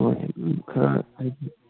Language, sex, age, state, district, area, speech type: Manipuri, male, 18-30, Manipur, Kangpokpi, urban, conversation